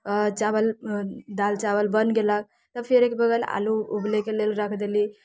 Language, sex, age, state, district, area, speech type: Maithili, female, 18-30, Bihar, Muzaffarpur, rural, spontaneous